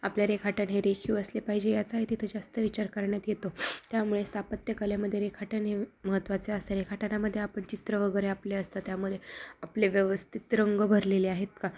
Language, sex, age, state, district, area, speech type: Marathi, female, 18-30, Maharashtra, Ahmednagar, rural, spontaneous